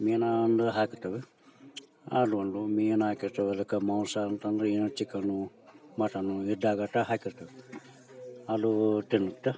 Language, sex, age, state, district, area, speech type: Kannada, male, 30-45, Karnataka, Dharwad, rural, spontaneous